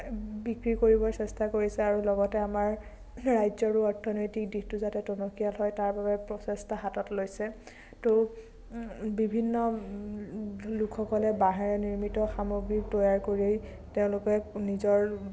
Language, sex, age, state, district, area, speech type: Assamese, female, 18-30, Assam, Biswanath, rural, spontaneous